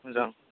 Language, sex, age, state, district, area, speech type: Bodo, male, 45-60, Assam, Kokrajhar, rural, conversation